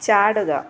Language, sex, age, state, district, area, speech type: Malayalam, female, 30-45, Kerala, Thiruvananthapuram, rural, read